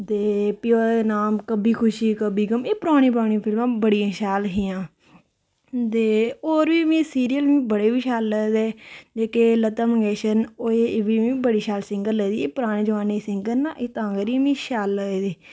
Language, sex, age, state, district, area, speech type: Dogri, female, 18-30, Jammu and Kashmir, Reasi, rural, spontaneous